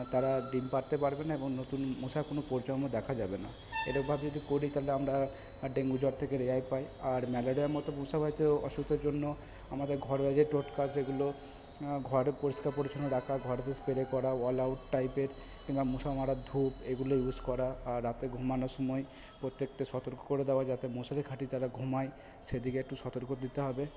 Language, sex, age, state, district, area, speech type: Bengali, male, 30-45, West Bengal, Purba Bardhaman, rural, spontaneous